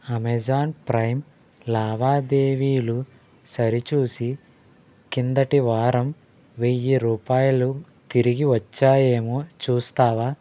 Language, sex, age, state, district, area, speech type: Telugu, male, 18-30, Andhra Pradesh, West Godavari, rural, read